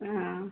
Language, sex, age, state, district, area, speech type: Malayalam, female, 45-60, Kerala, Kozhikode, urban, conversation